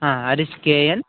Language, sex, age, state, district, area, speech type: Kannada, male, 18-30, Karnataka, Chitradurga, rural, conversation